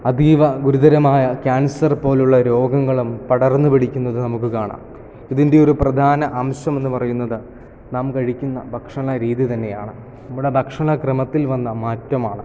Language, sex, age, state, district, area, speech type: Malayalam, male, 18-30, Kerala, Kottayam, rural, spontaneous